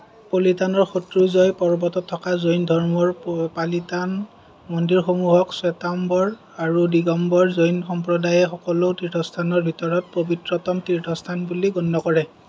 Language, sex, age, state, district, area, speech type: Assamese, male, 30-45, Assam, Kamrup Metropolitan, urban, read